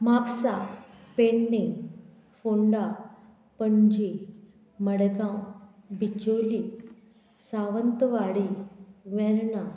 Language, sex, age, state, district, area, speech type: Goan Konkani, female, 45-60, Goa, Murmgao, rural, spontaneous